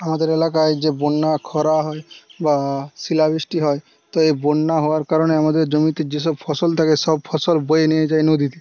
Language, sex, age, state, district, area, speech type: Bengali, male, 18-30, West Bengal, Jhargram, rural, spontaneous